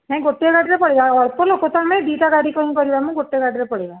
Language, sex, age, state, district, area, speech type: Odia, female, 45-60, Odisha, Dhenkanal, rural, conversation